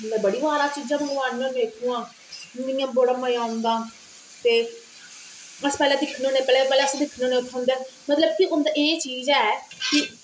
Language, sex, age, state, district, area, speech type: Dogri, female, 45-60, Jammu and Kashmir, Reasi, rural, spontaneous